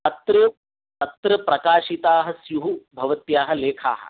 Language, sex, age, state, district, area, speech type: Sanskrit, male, 30-45, Telangana, Hyderabad, urban, conversation